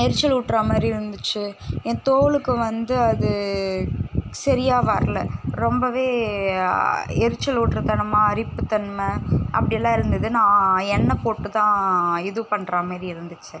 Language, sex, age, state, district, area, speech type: Tamil, female, 18-30, Tamil Nadu, Chennai, urban, spontaneous